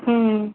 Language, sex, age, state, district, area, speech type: Tamil, female, 18-30, Tamil Nadu, Kanchipuram, urban, conversation